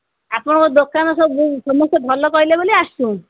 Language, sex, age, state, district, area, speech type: Odia, female, 60+, Odisha, Angul, rural, conversation